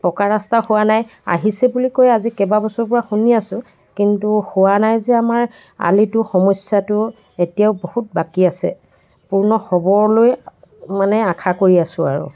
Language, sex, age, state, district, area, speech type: Assamese, female, 60+, Assam, Dibrugarh, rural, spontaneous